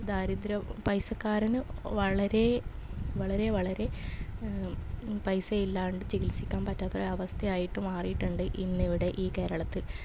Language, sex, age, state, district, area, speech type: Malayalam, female, 30-45, Kerala, Kasaragod, rural, spontaneous